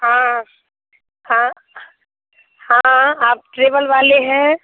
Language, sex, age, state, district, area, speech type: Hindi, female, 30-45, Bihar, Muzaffarpur, rural, conversation